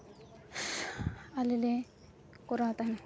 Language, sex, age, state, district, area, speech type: Santali, female, 18-30, Jharkhand, East Singhbhum, rural, spontaneous